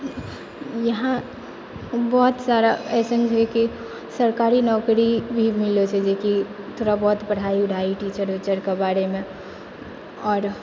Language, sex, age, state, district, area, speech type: Maithili, female, 18-30, Bihar, Purnia, rural, spontaneous